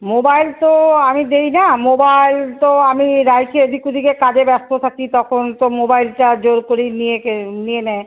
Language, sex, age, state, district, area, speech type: Bengali, female, 30-45, West Bengal, Alipurduar, rural, conversation